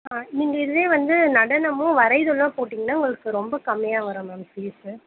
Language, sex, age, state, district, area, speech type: Tamil, female, 18-30, Tamil Nadu, Tiruvallur, urban, conversation